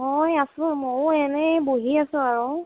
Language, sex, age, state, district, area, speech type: Assamese, female, 30-45, Assam, Nagaon, rural, conversation